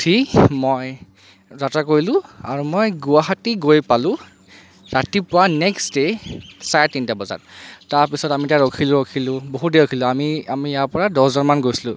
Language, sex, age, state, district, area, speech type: Assamese, male, 30-45, Assam, Charaideo, urban, spontaneous